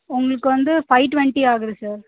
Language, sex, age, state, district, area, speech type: Tamil, female, 30-45, Tamil Nadu, Ariyalur, rural, conversation